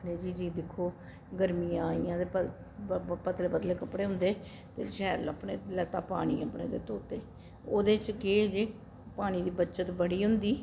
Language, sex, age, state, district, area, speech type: Dogri, female, 60+, Jammu and Kashmir, Reasi, urban, spontaneous